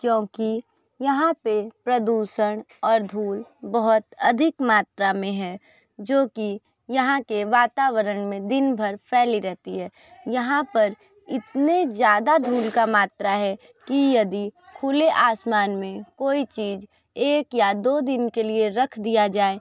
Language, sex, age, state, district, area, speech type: Hindi, female, 30-45, Uttar Pradesh, Sonbhadra, rural, spontaneous